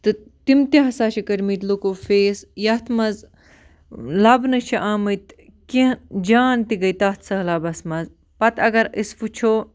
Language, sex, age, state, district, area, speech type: Kashmiri, other, 18-30, Jammu and Kashmir, Baramulla, rural, spontaneous